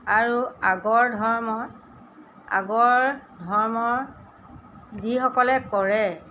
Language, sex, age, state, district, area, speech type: Assamese, female, 60+, Assam, Golaghat, rural, spontaneous